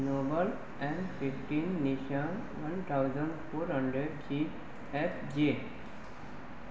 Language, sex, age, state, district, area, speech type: Goan Konkani, male, 45-60, Goa, Pernem, rural, spontaneous